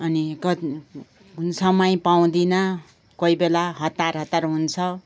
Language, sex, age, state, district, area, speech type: Nepali, female, 60+, West Bengal, Kalimpong, rural, spontaneous